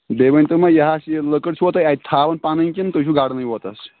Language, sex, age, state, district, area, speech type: Kashmiri, male, 18-30, Jammu and Kashmir, Kulgam, rural, conversation